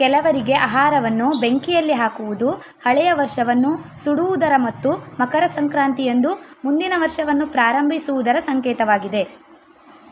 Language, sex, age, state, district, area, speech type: Kannada, female, 30-45, Karnataka, Shimoga, rural, read